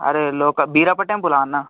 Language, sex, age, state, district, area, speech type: Telugu, male, 18-30, Telangana, Vikarabad, urban, conversation